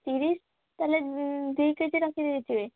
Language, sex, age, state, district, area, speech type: Odia, female, 30-45, Odisha, Bhadrak, rural, conversation